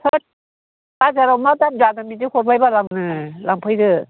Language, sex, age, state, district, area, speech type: Bodo, female, 60+, Assam, Chirang, rural, conversation